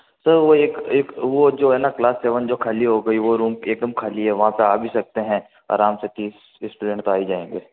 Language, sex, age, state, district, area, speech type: Hindi, male, 18-30, Rajasthan, Jodhpur, urban, conversation